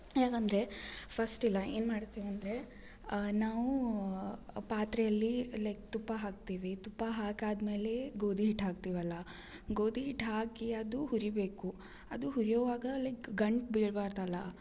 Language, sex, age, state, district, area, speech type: Kannada, female, 18-30, Karnataka, Gulbarga, urban, spontaneous